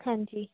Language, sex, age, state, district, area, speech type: Hindi, female, 30-45, Madhya Pradesh, Jabalpur, urban, conversation